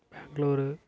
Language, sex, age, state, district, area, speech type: Tamil, male, 18-30, Tamil Nadu, Nagapattinam, rural, spontaneous